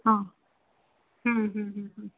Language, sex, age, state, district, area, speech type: Sindhi, female, 18-30, Uttar Pradesh, Lucknow, urban, conversation